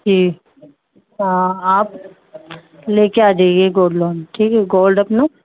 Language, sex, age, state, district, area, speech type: Urdu, female, 30-45, Uttar Pradesh, Muzaffarnagar, urban, conversation